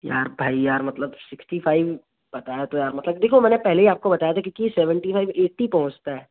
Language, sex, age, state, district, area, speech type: Hindi, male, 18-30, Madhya Pradesh, Jabalpur, urban, conversation